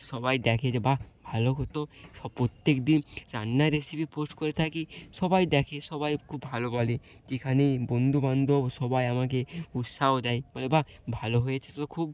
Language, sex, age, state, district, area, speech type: Bengali, male, 18-30, West Bengal, Nadia, rural, spontaneous